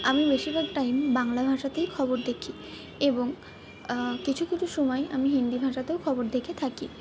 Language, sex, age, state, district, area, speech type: Bengali, female, 45-60, West Bengal, Purba Bardhaman, rural, spontaneous